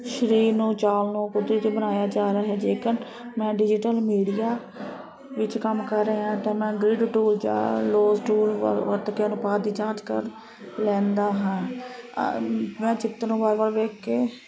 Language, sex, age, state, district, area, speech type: Punjabi, female, 30-45, Punjab, Ludhiana, urban, spontaneous